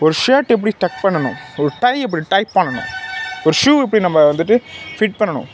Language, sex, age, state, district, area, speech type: Tamil, male, 45-60, Tamil Nadu, Tiruvarur, urban, spontaneous